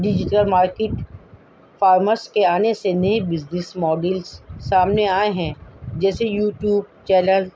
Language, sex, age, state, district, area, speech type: Urdu, female, 60+, Delhi, North East Delhi, urban, spontaneous